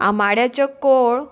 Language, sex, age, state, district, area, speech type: Goan Konkani, female, 18-30, Goa, Murmgao, urban, spontaneous